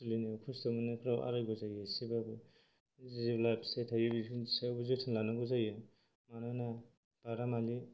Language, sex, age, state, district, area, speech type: Bodo, male, 45-60, Assam, Kokrajhar, rural, spontaneous